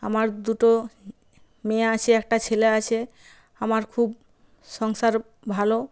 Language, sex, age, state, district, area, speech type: Bengali, female, 45-60, West Bengal, Nadia, rural, spontaneous